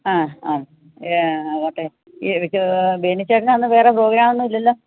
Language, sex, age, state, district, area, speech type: Malayalam, female, 45-60, Kerala, Kannur, rural, conversation